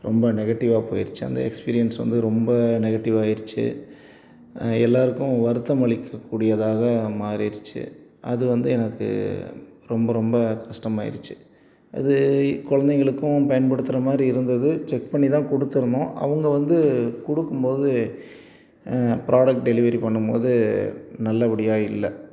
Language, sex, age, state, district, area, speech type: Tamil, male, 30-45, Tamil Nadu, Salem, rural, spontaneous